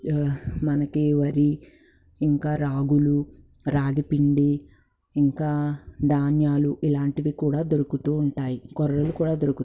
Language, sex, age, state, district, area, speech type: Telugu, female, 30-45, Andhra Pradesh, Palnadu, urban, spontaneous